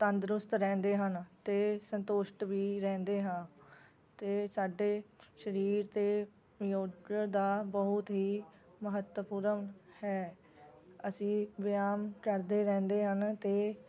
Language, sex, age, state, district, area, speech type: Punjabi, female, 30-45, Punjab, Rupnagar, rural, spontaneous